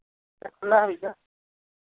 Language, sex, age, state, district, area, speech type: Hindi, male, 30-45, Uttar Pradesh, Prayagraj, urban, conversation